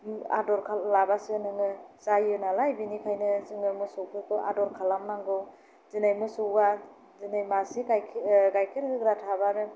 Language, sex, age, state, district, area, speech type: Bodo, female, 30-45, Assam, Kokrajhar, rural, spontaneous